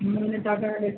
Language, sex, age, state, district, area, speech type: Malayalam, female, 60+, Kerala, Thiruvananthapuram, urban, conversation